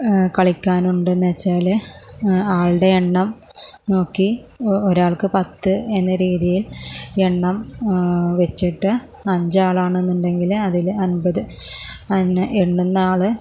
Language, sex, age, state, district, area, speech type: Malayalam, female, 30-45, Kerala, Malappuram, urban, spontaneous